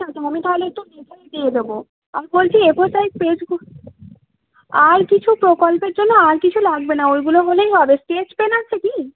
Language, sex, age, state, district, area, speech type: Bengali, female, 18-30, West Bengal, North 24 Parganas, urban, conversation